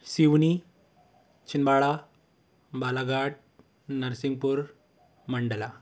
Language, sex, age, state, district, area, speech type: Hindi, male, 18-30, Madhya Pradesh, Bhopal, urban, spontaneous